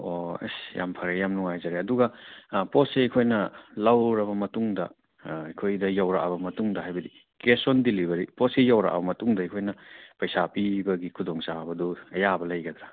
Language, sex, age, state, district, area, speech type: Manipuri, male, 30-45, Manipur, Churachandpur, rural, conversation